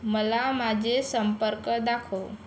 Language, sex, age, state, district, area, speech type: Marathi, female, 18-30, Maharashtra, Yavatmal, rural, read